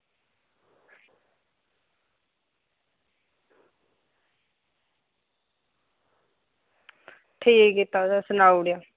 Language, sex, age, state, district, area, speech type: Dogri, female, 18-30, Jammu and Kashmir, Udhampur, rural, conversation